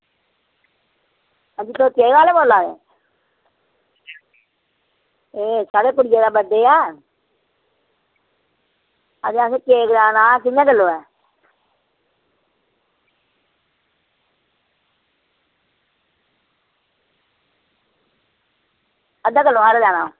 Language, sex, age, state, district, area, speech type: Dogri, female, 60+, Jammu and Kashmir, Reasi, rural, conversation